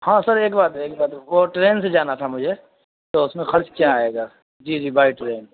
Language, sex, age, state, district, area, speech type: Urdu, male, 18-30, Uttar Pradesh, Saharanpur, urban, conversation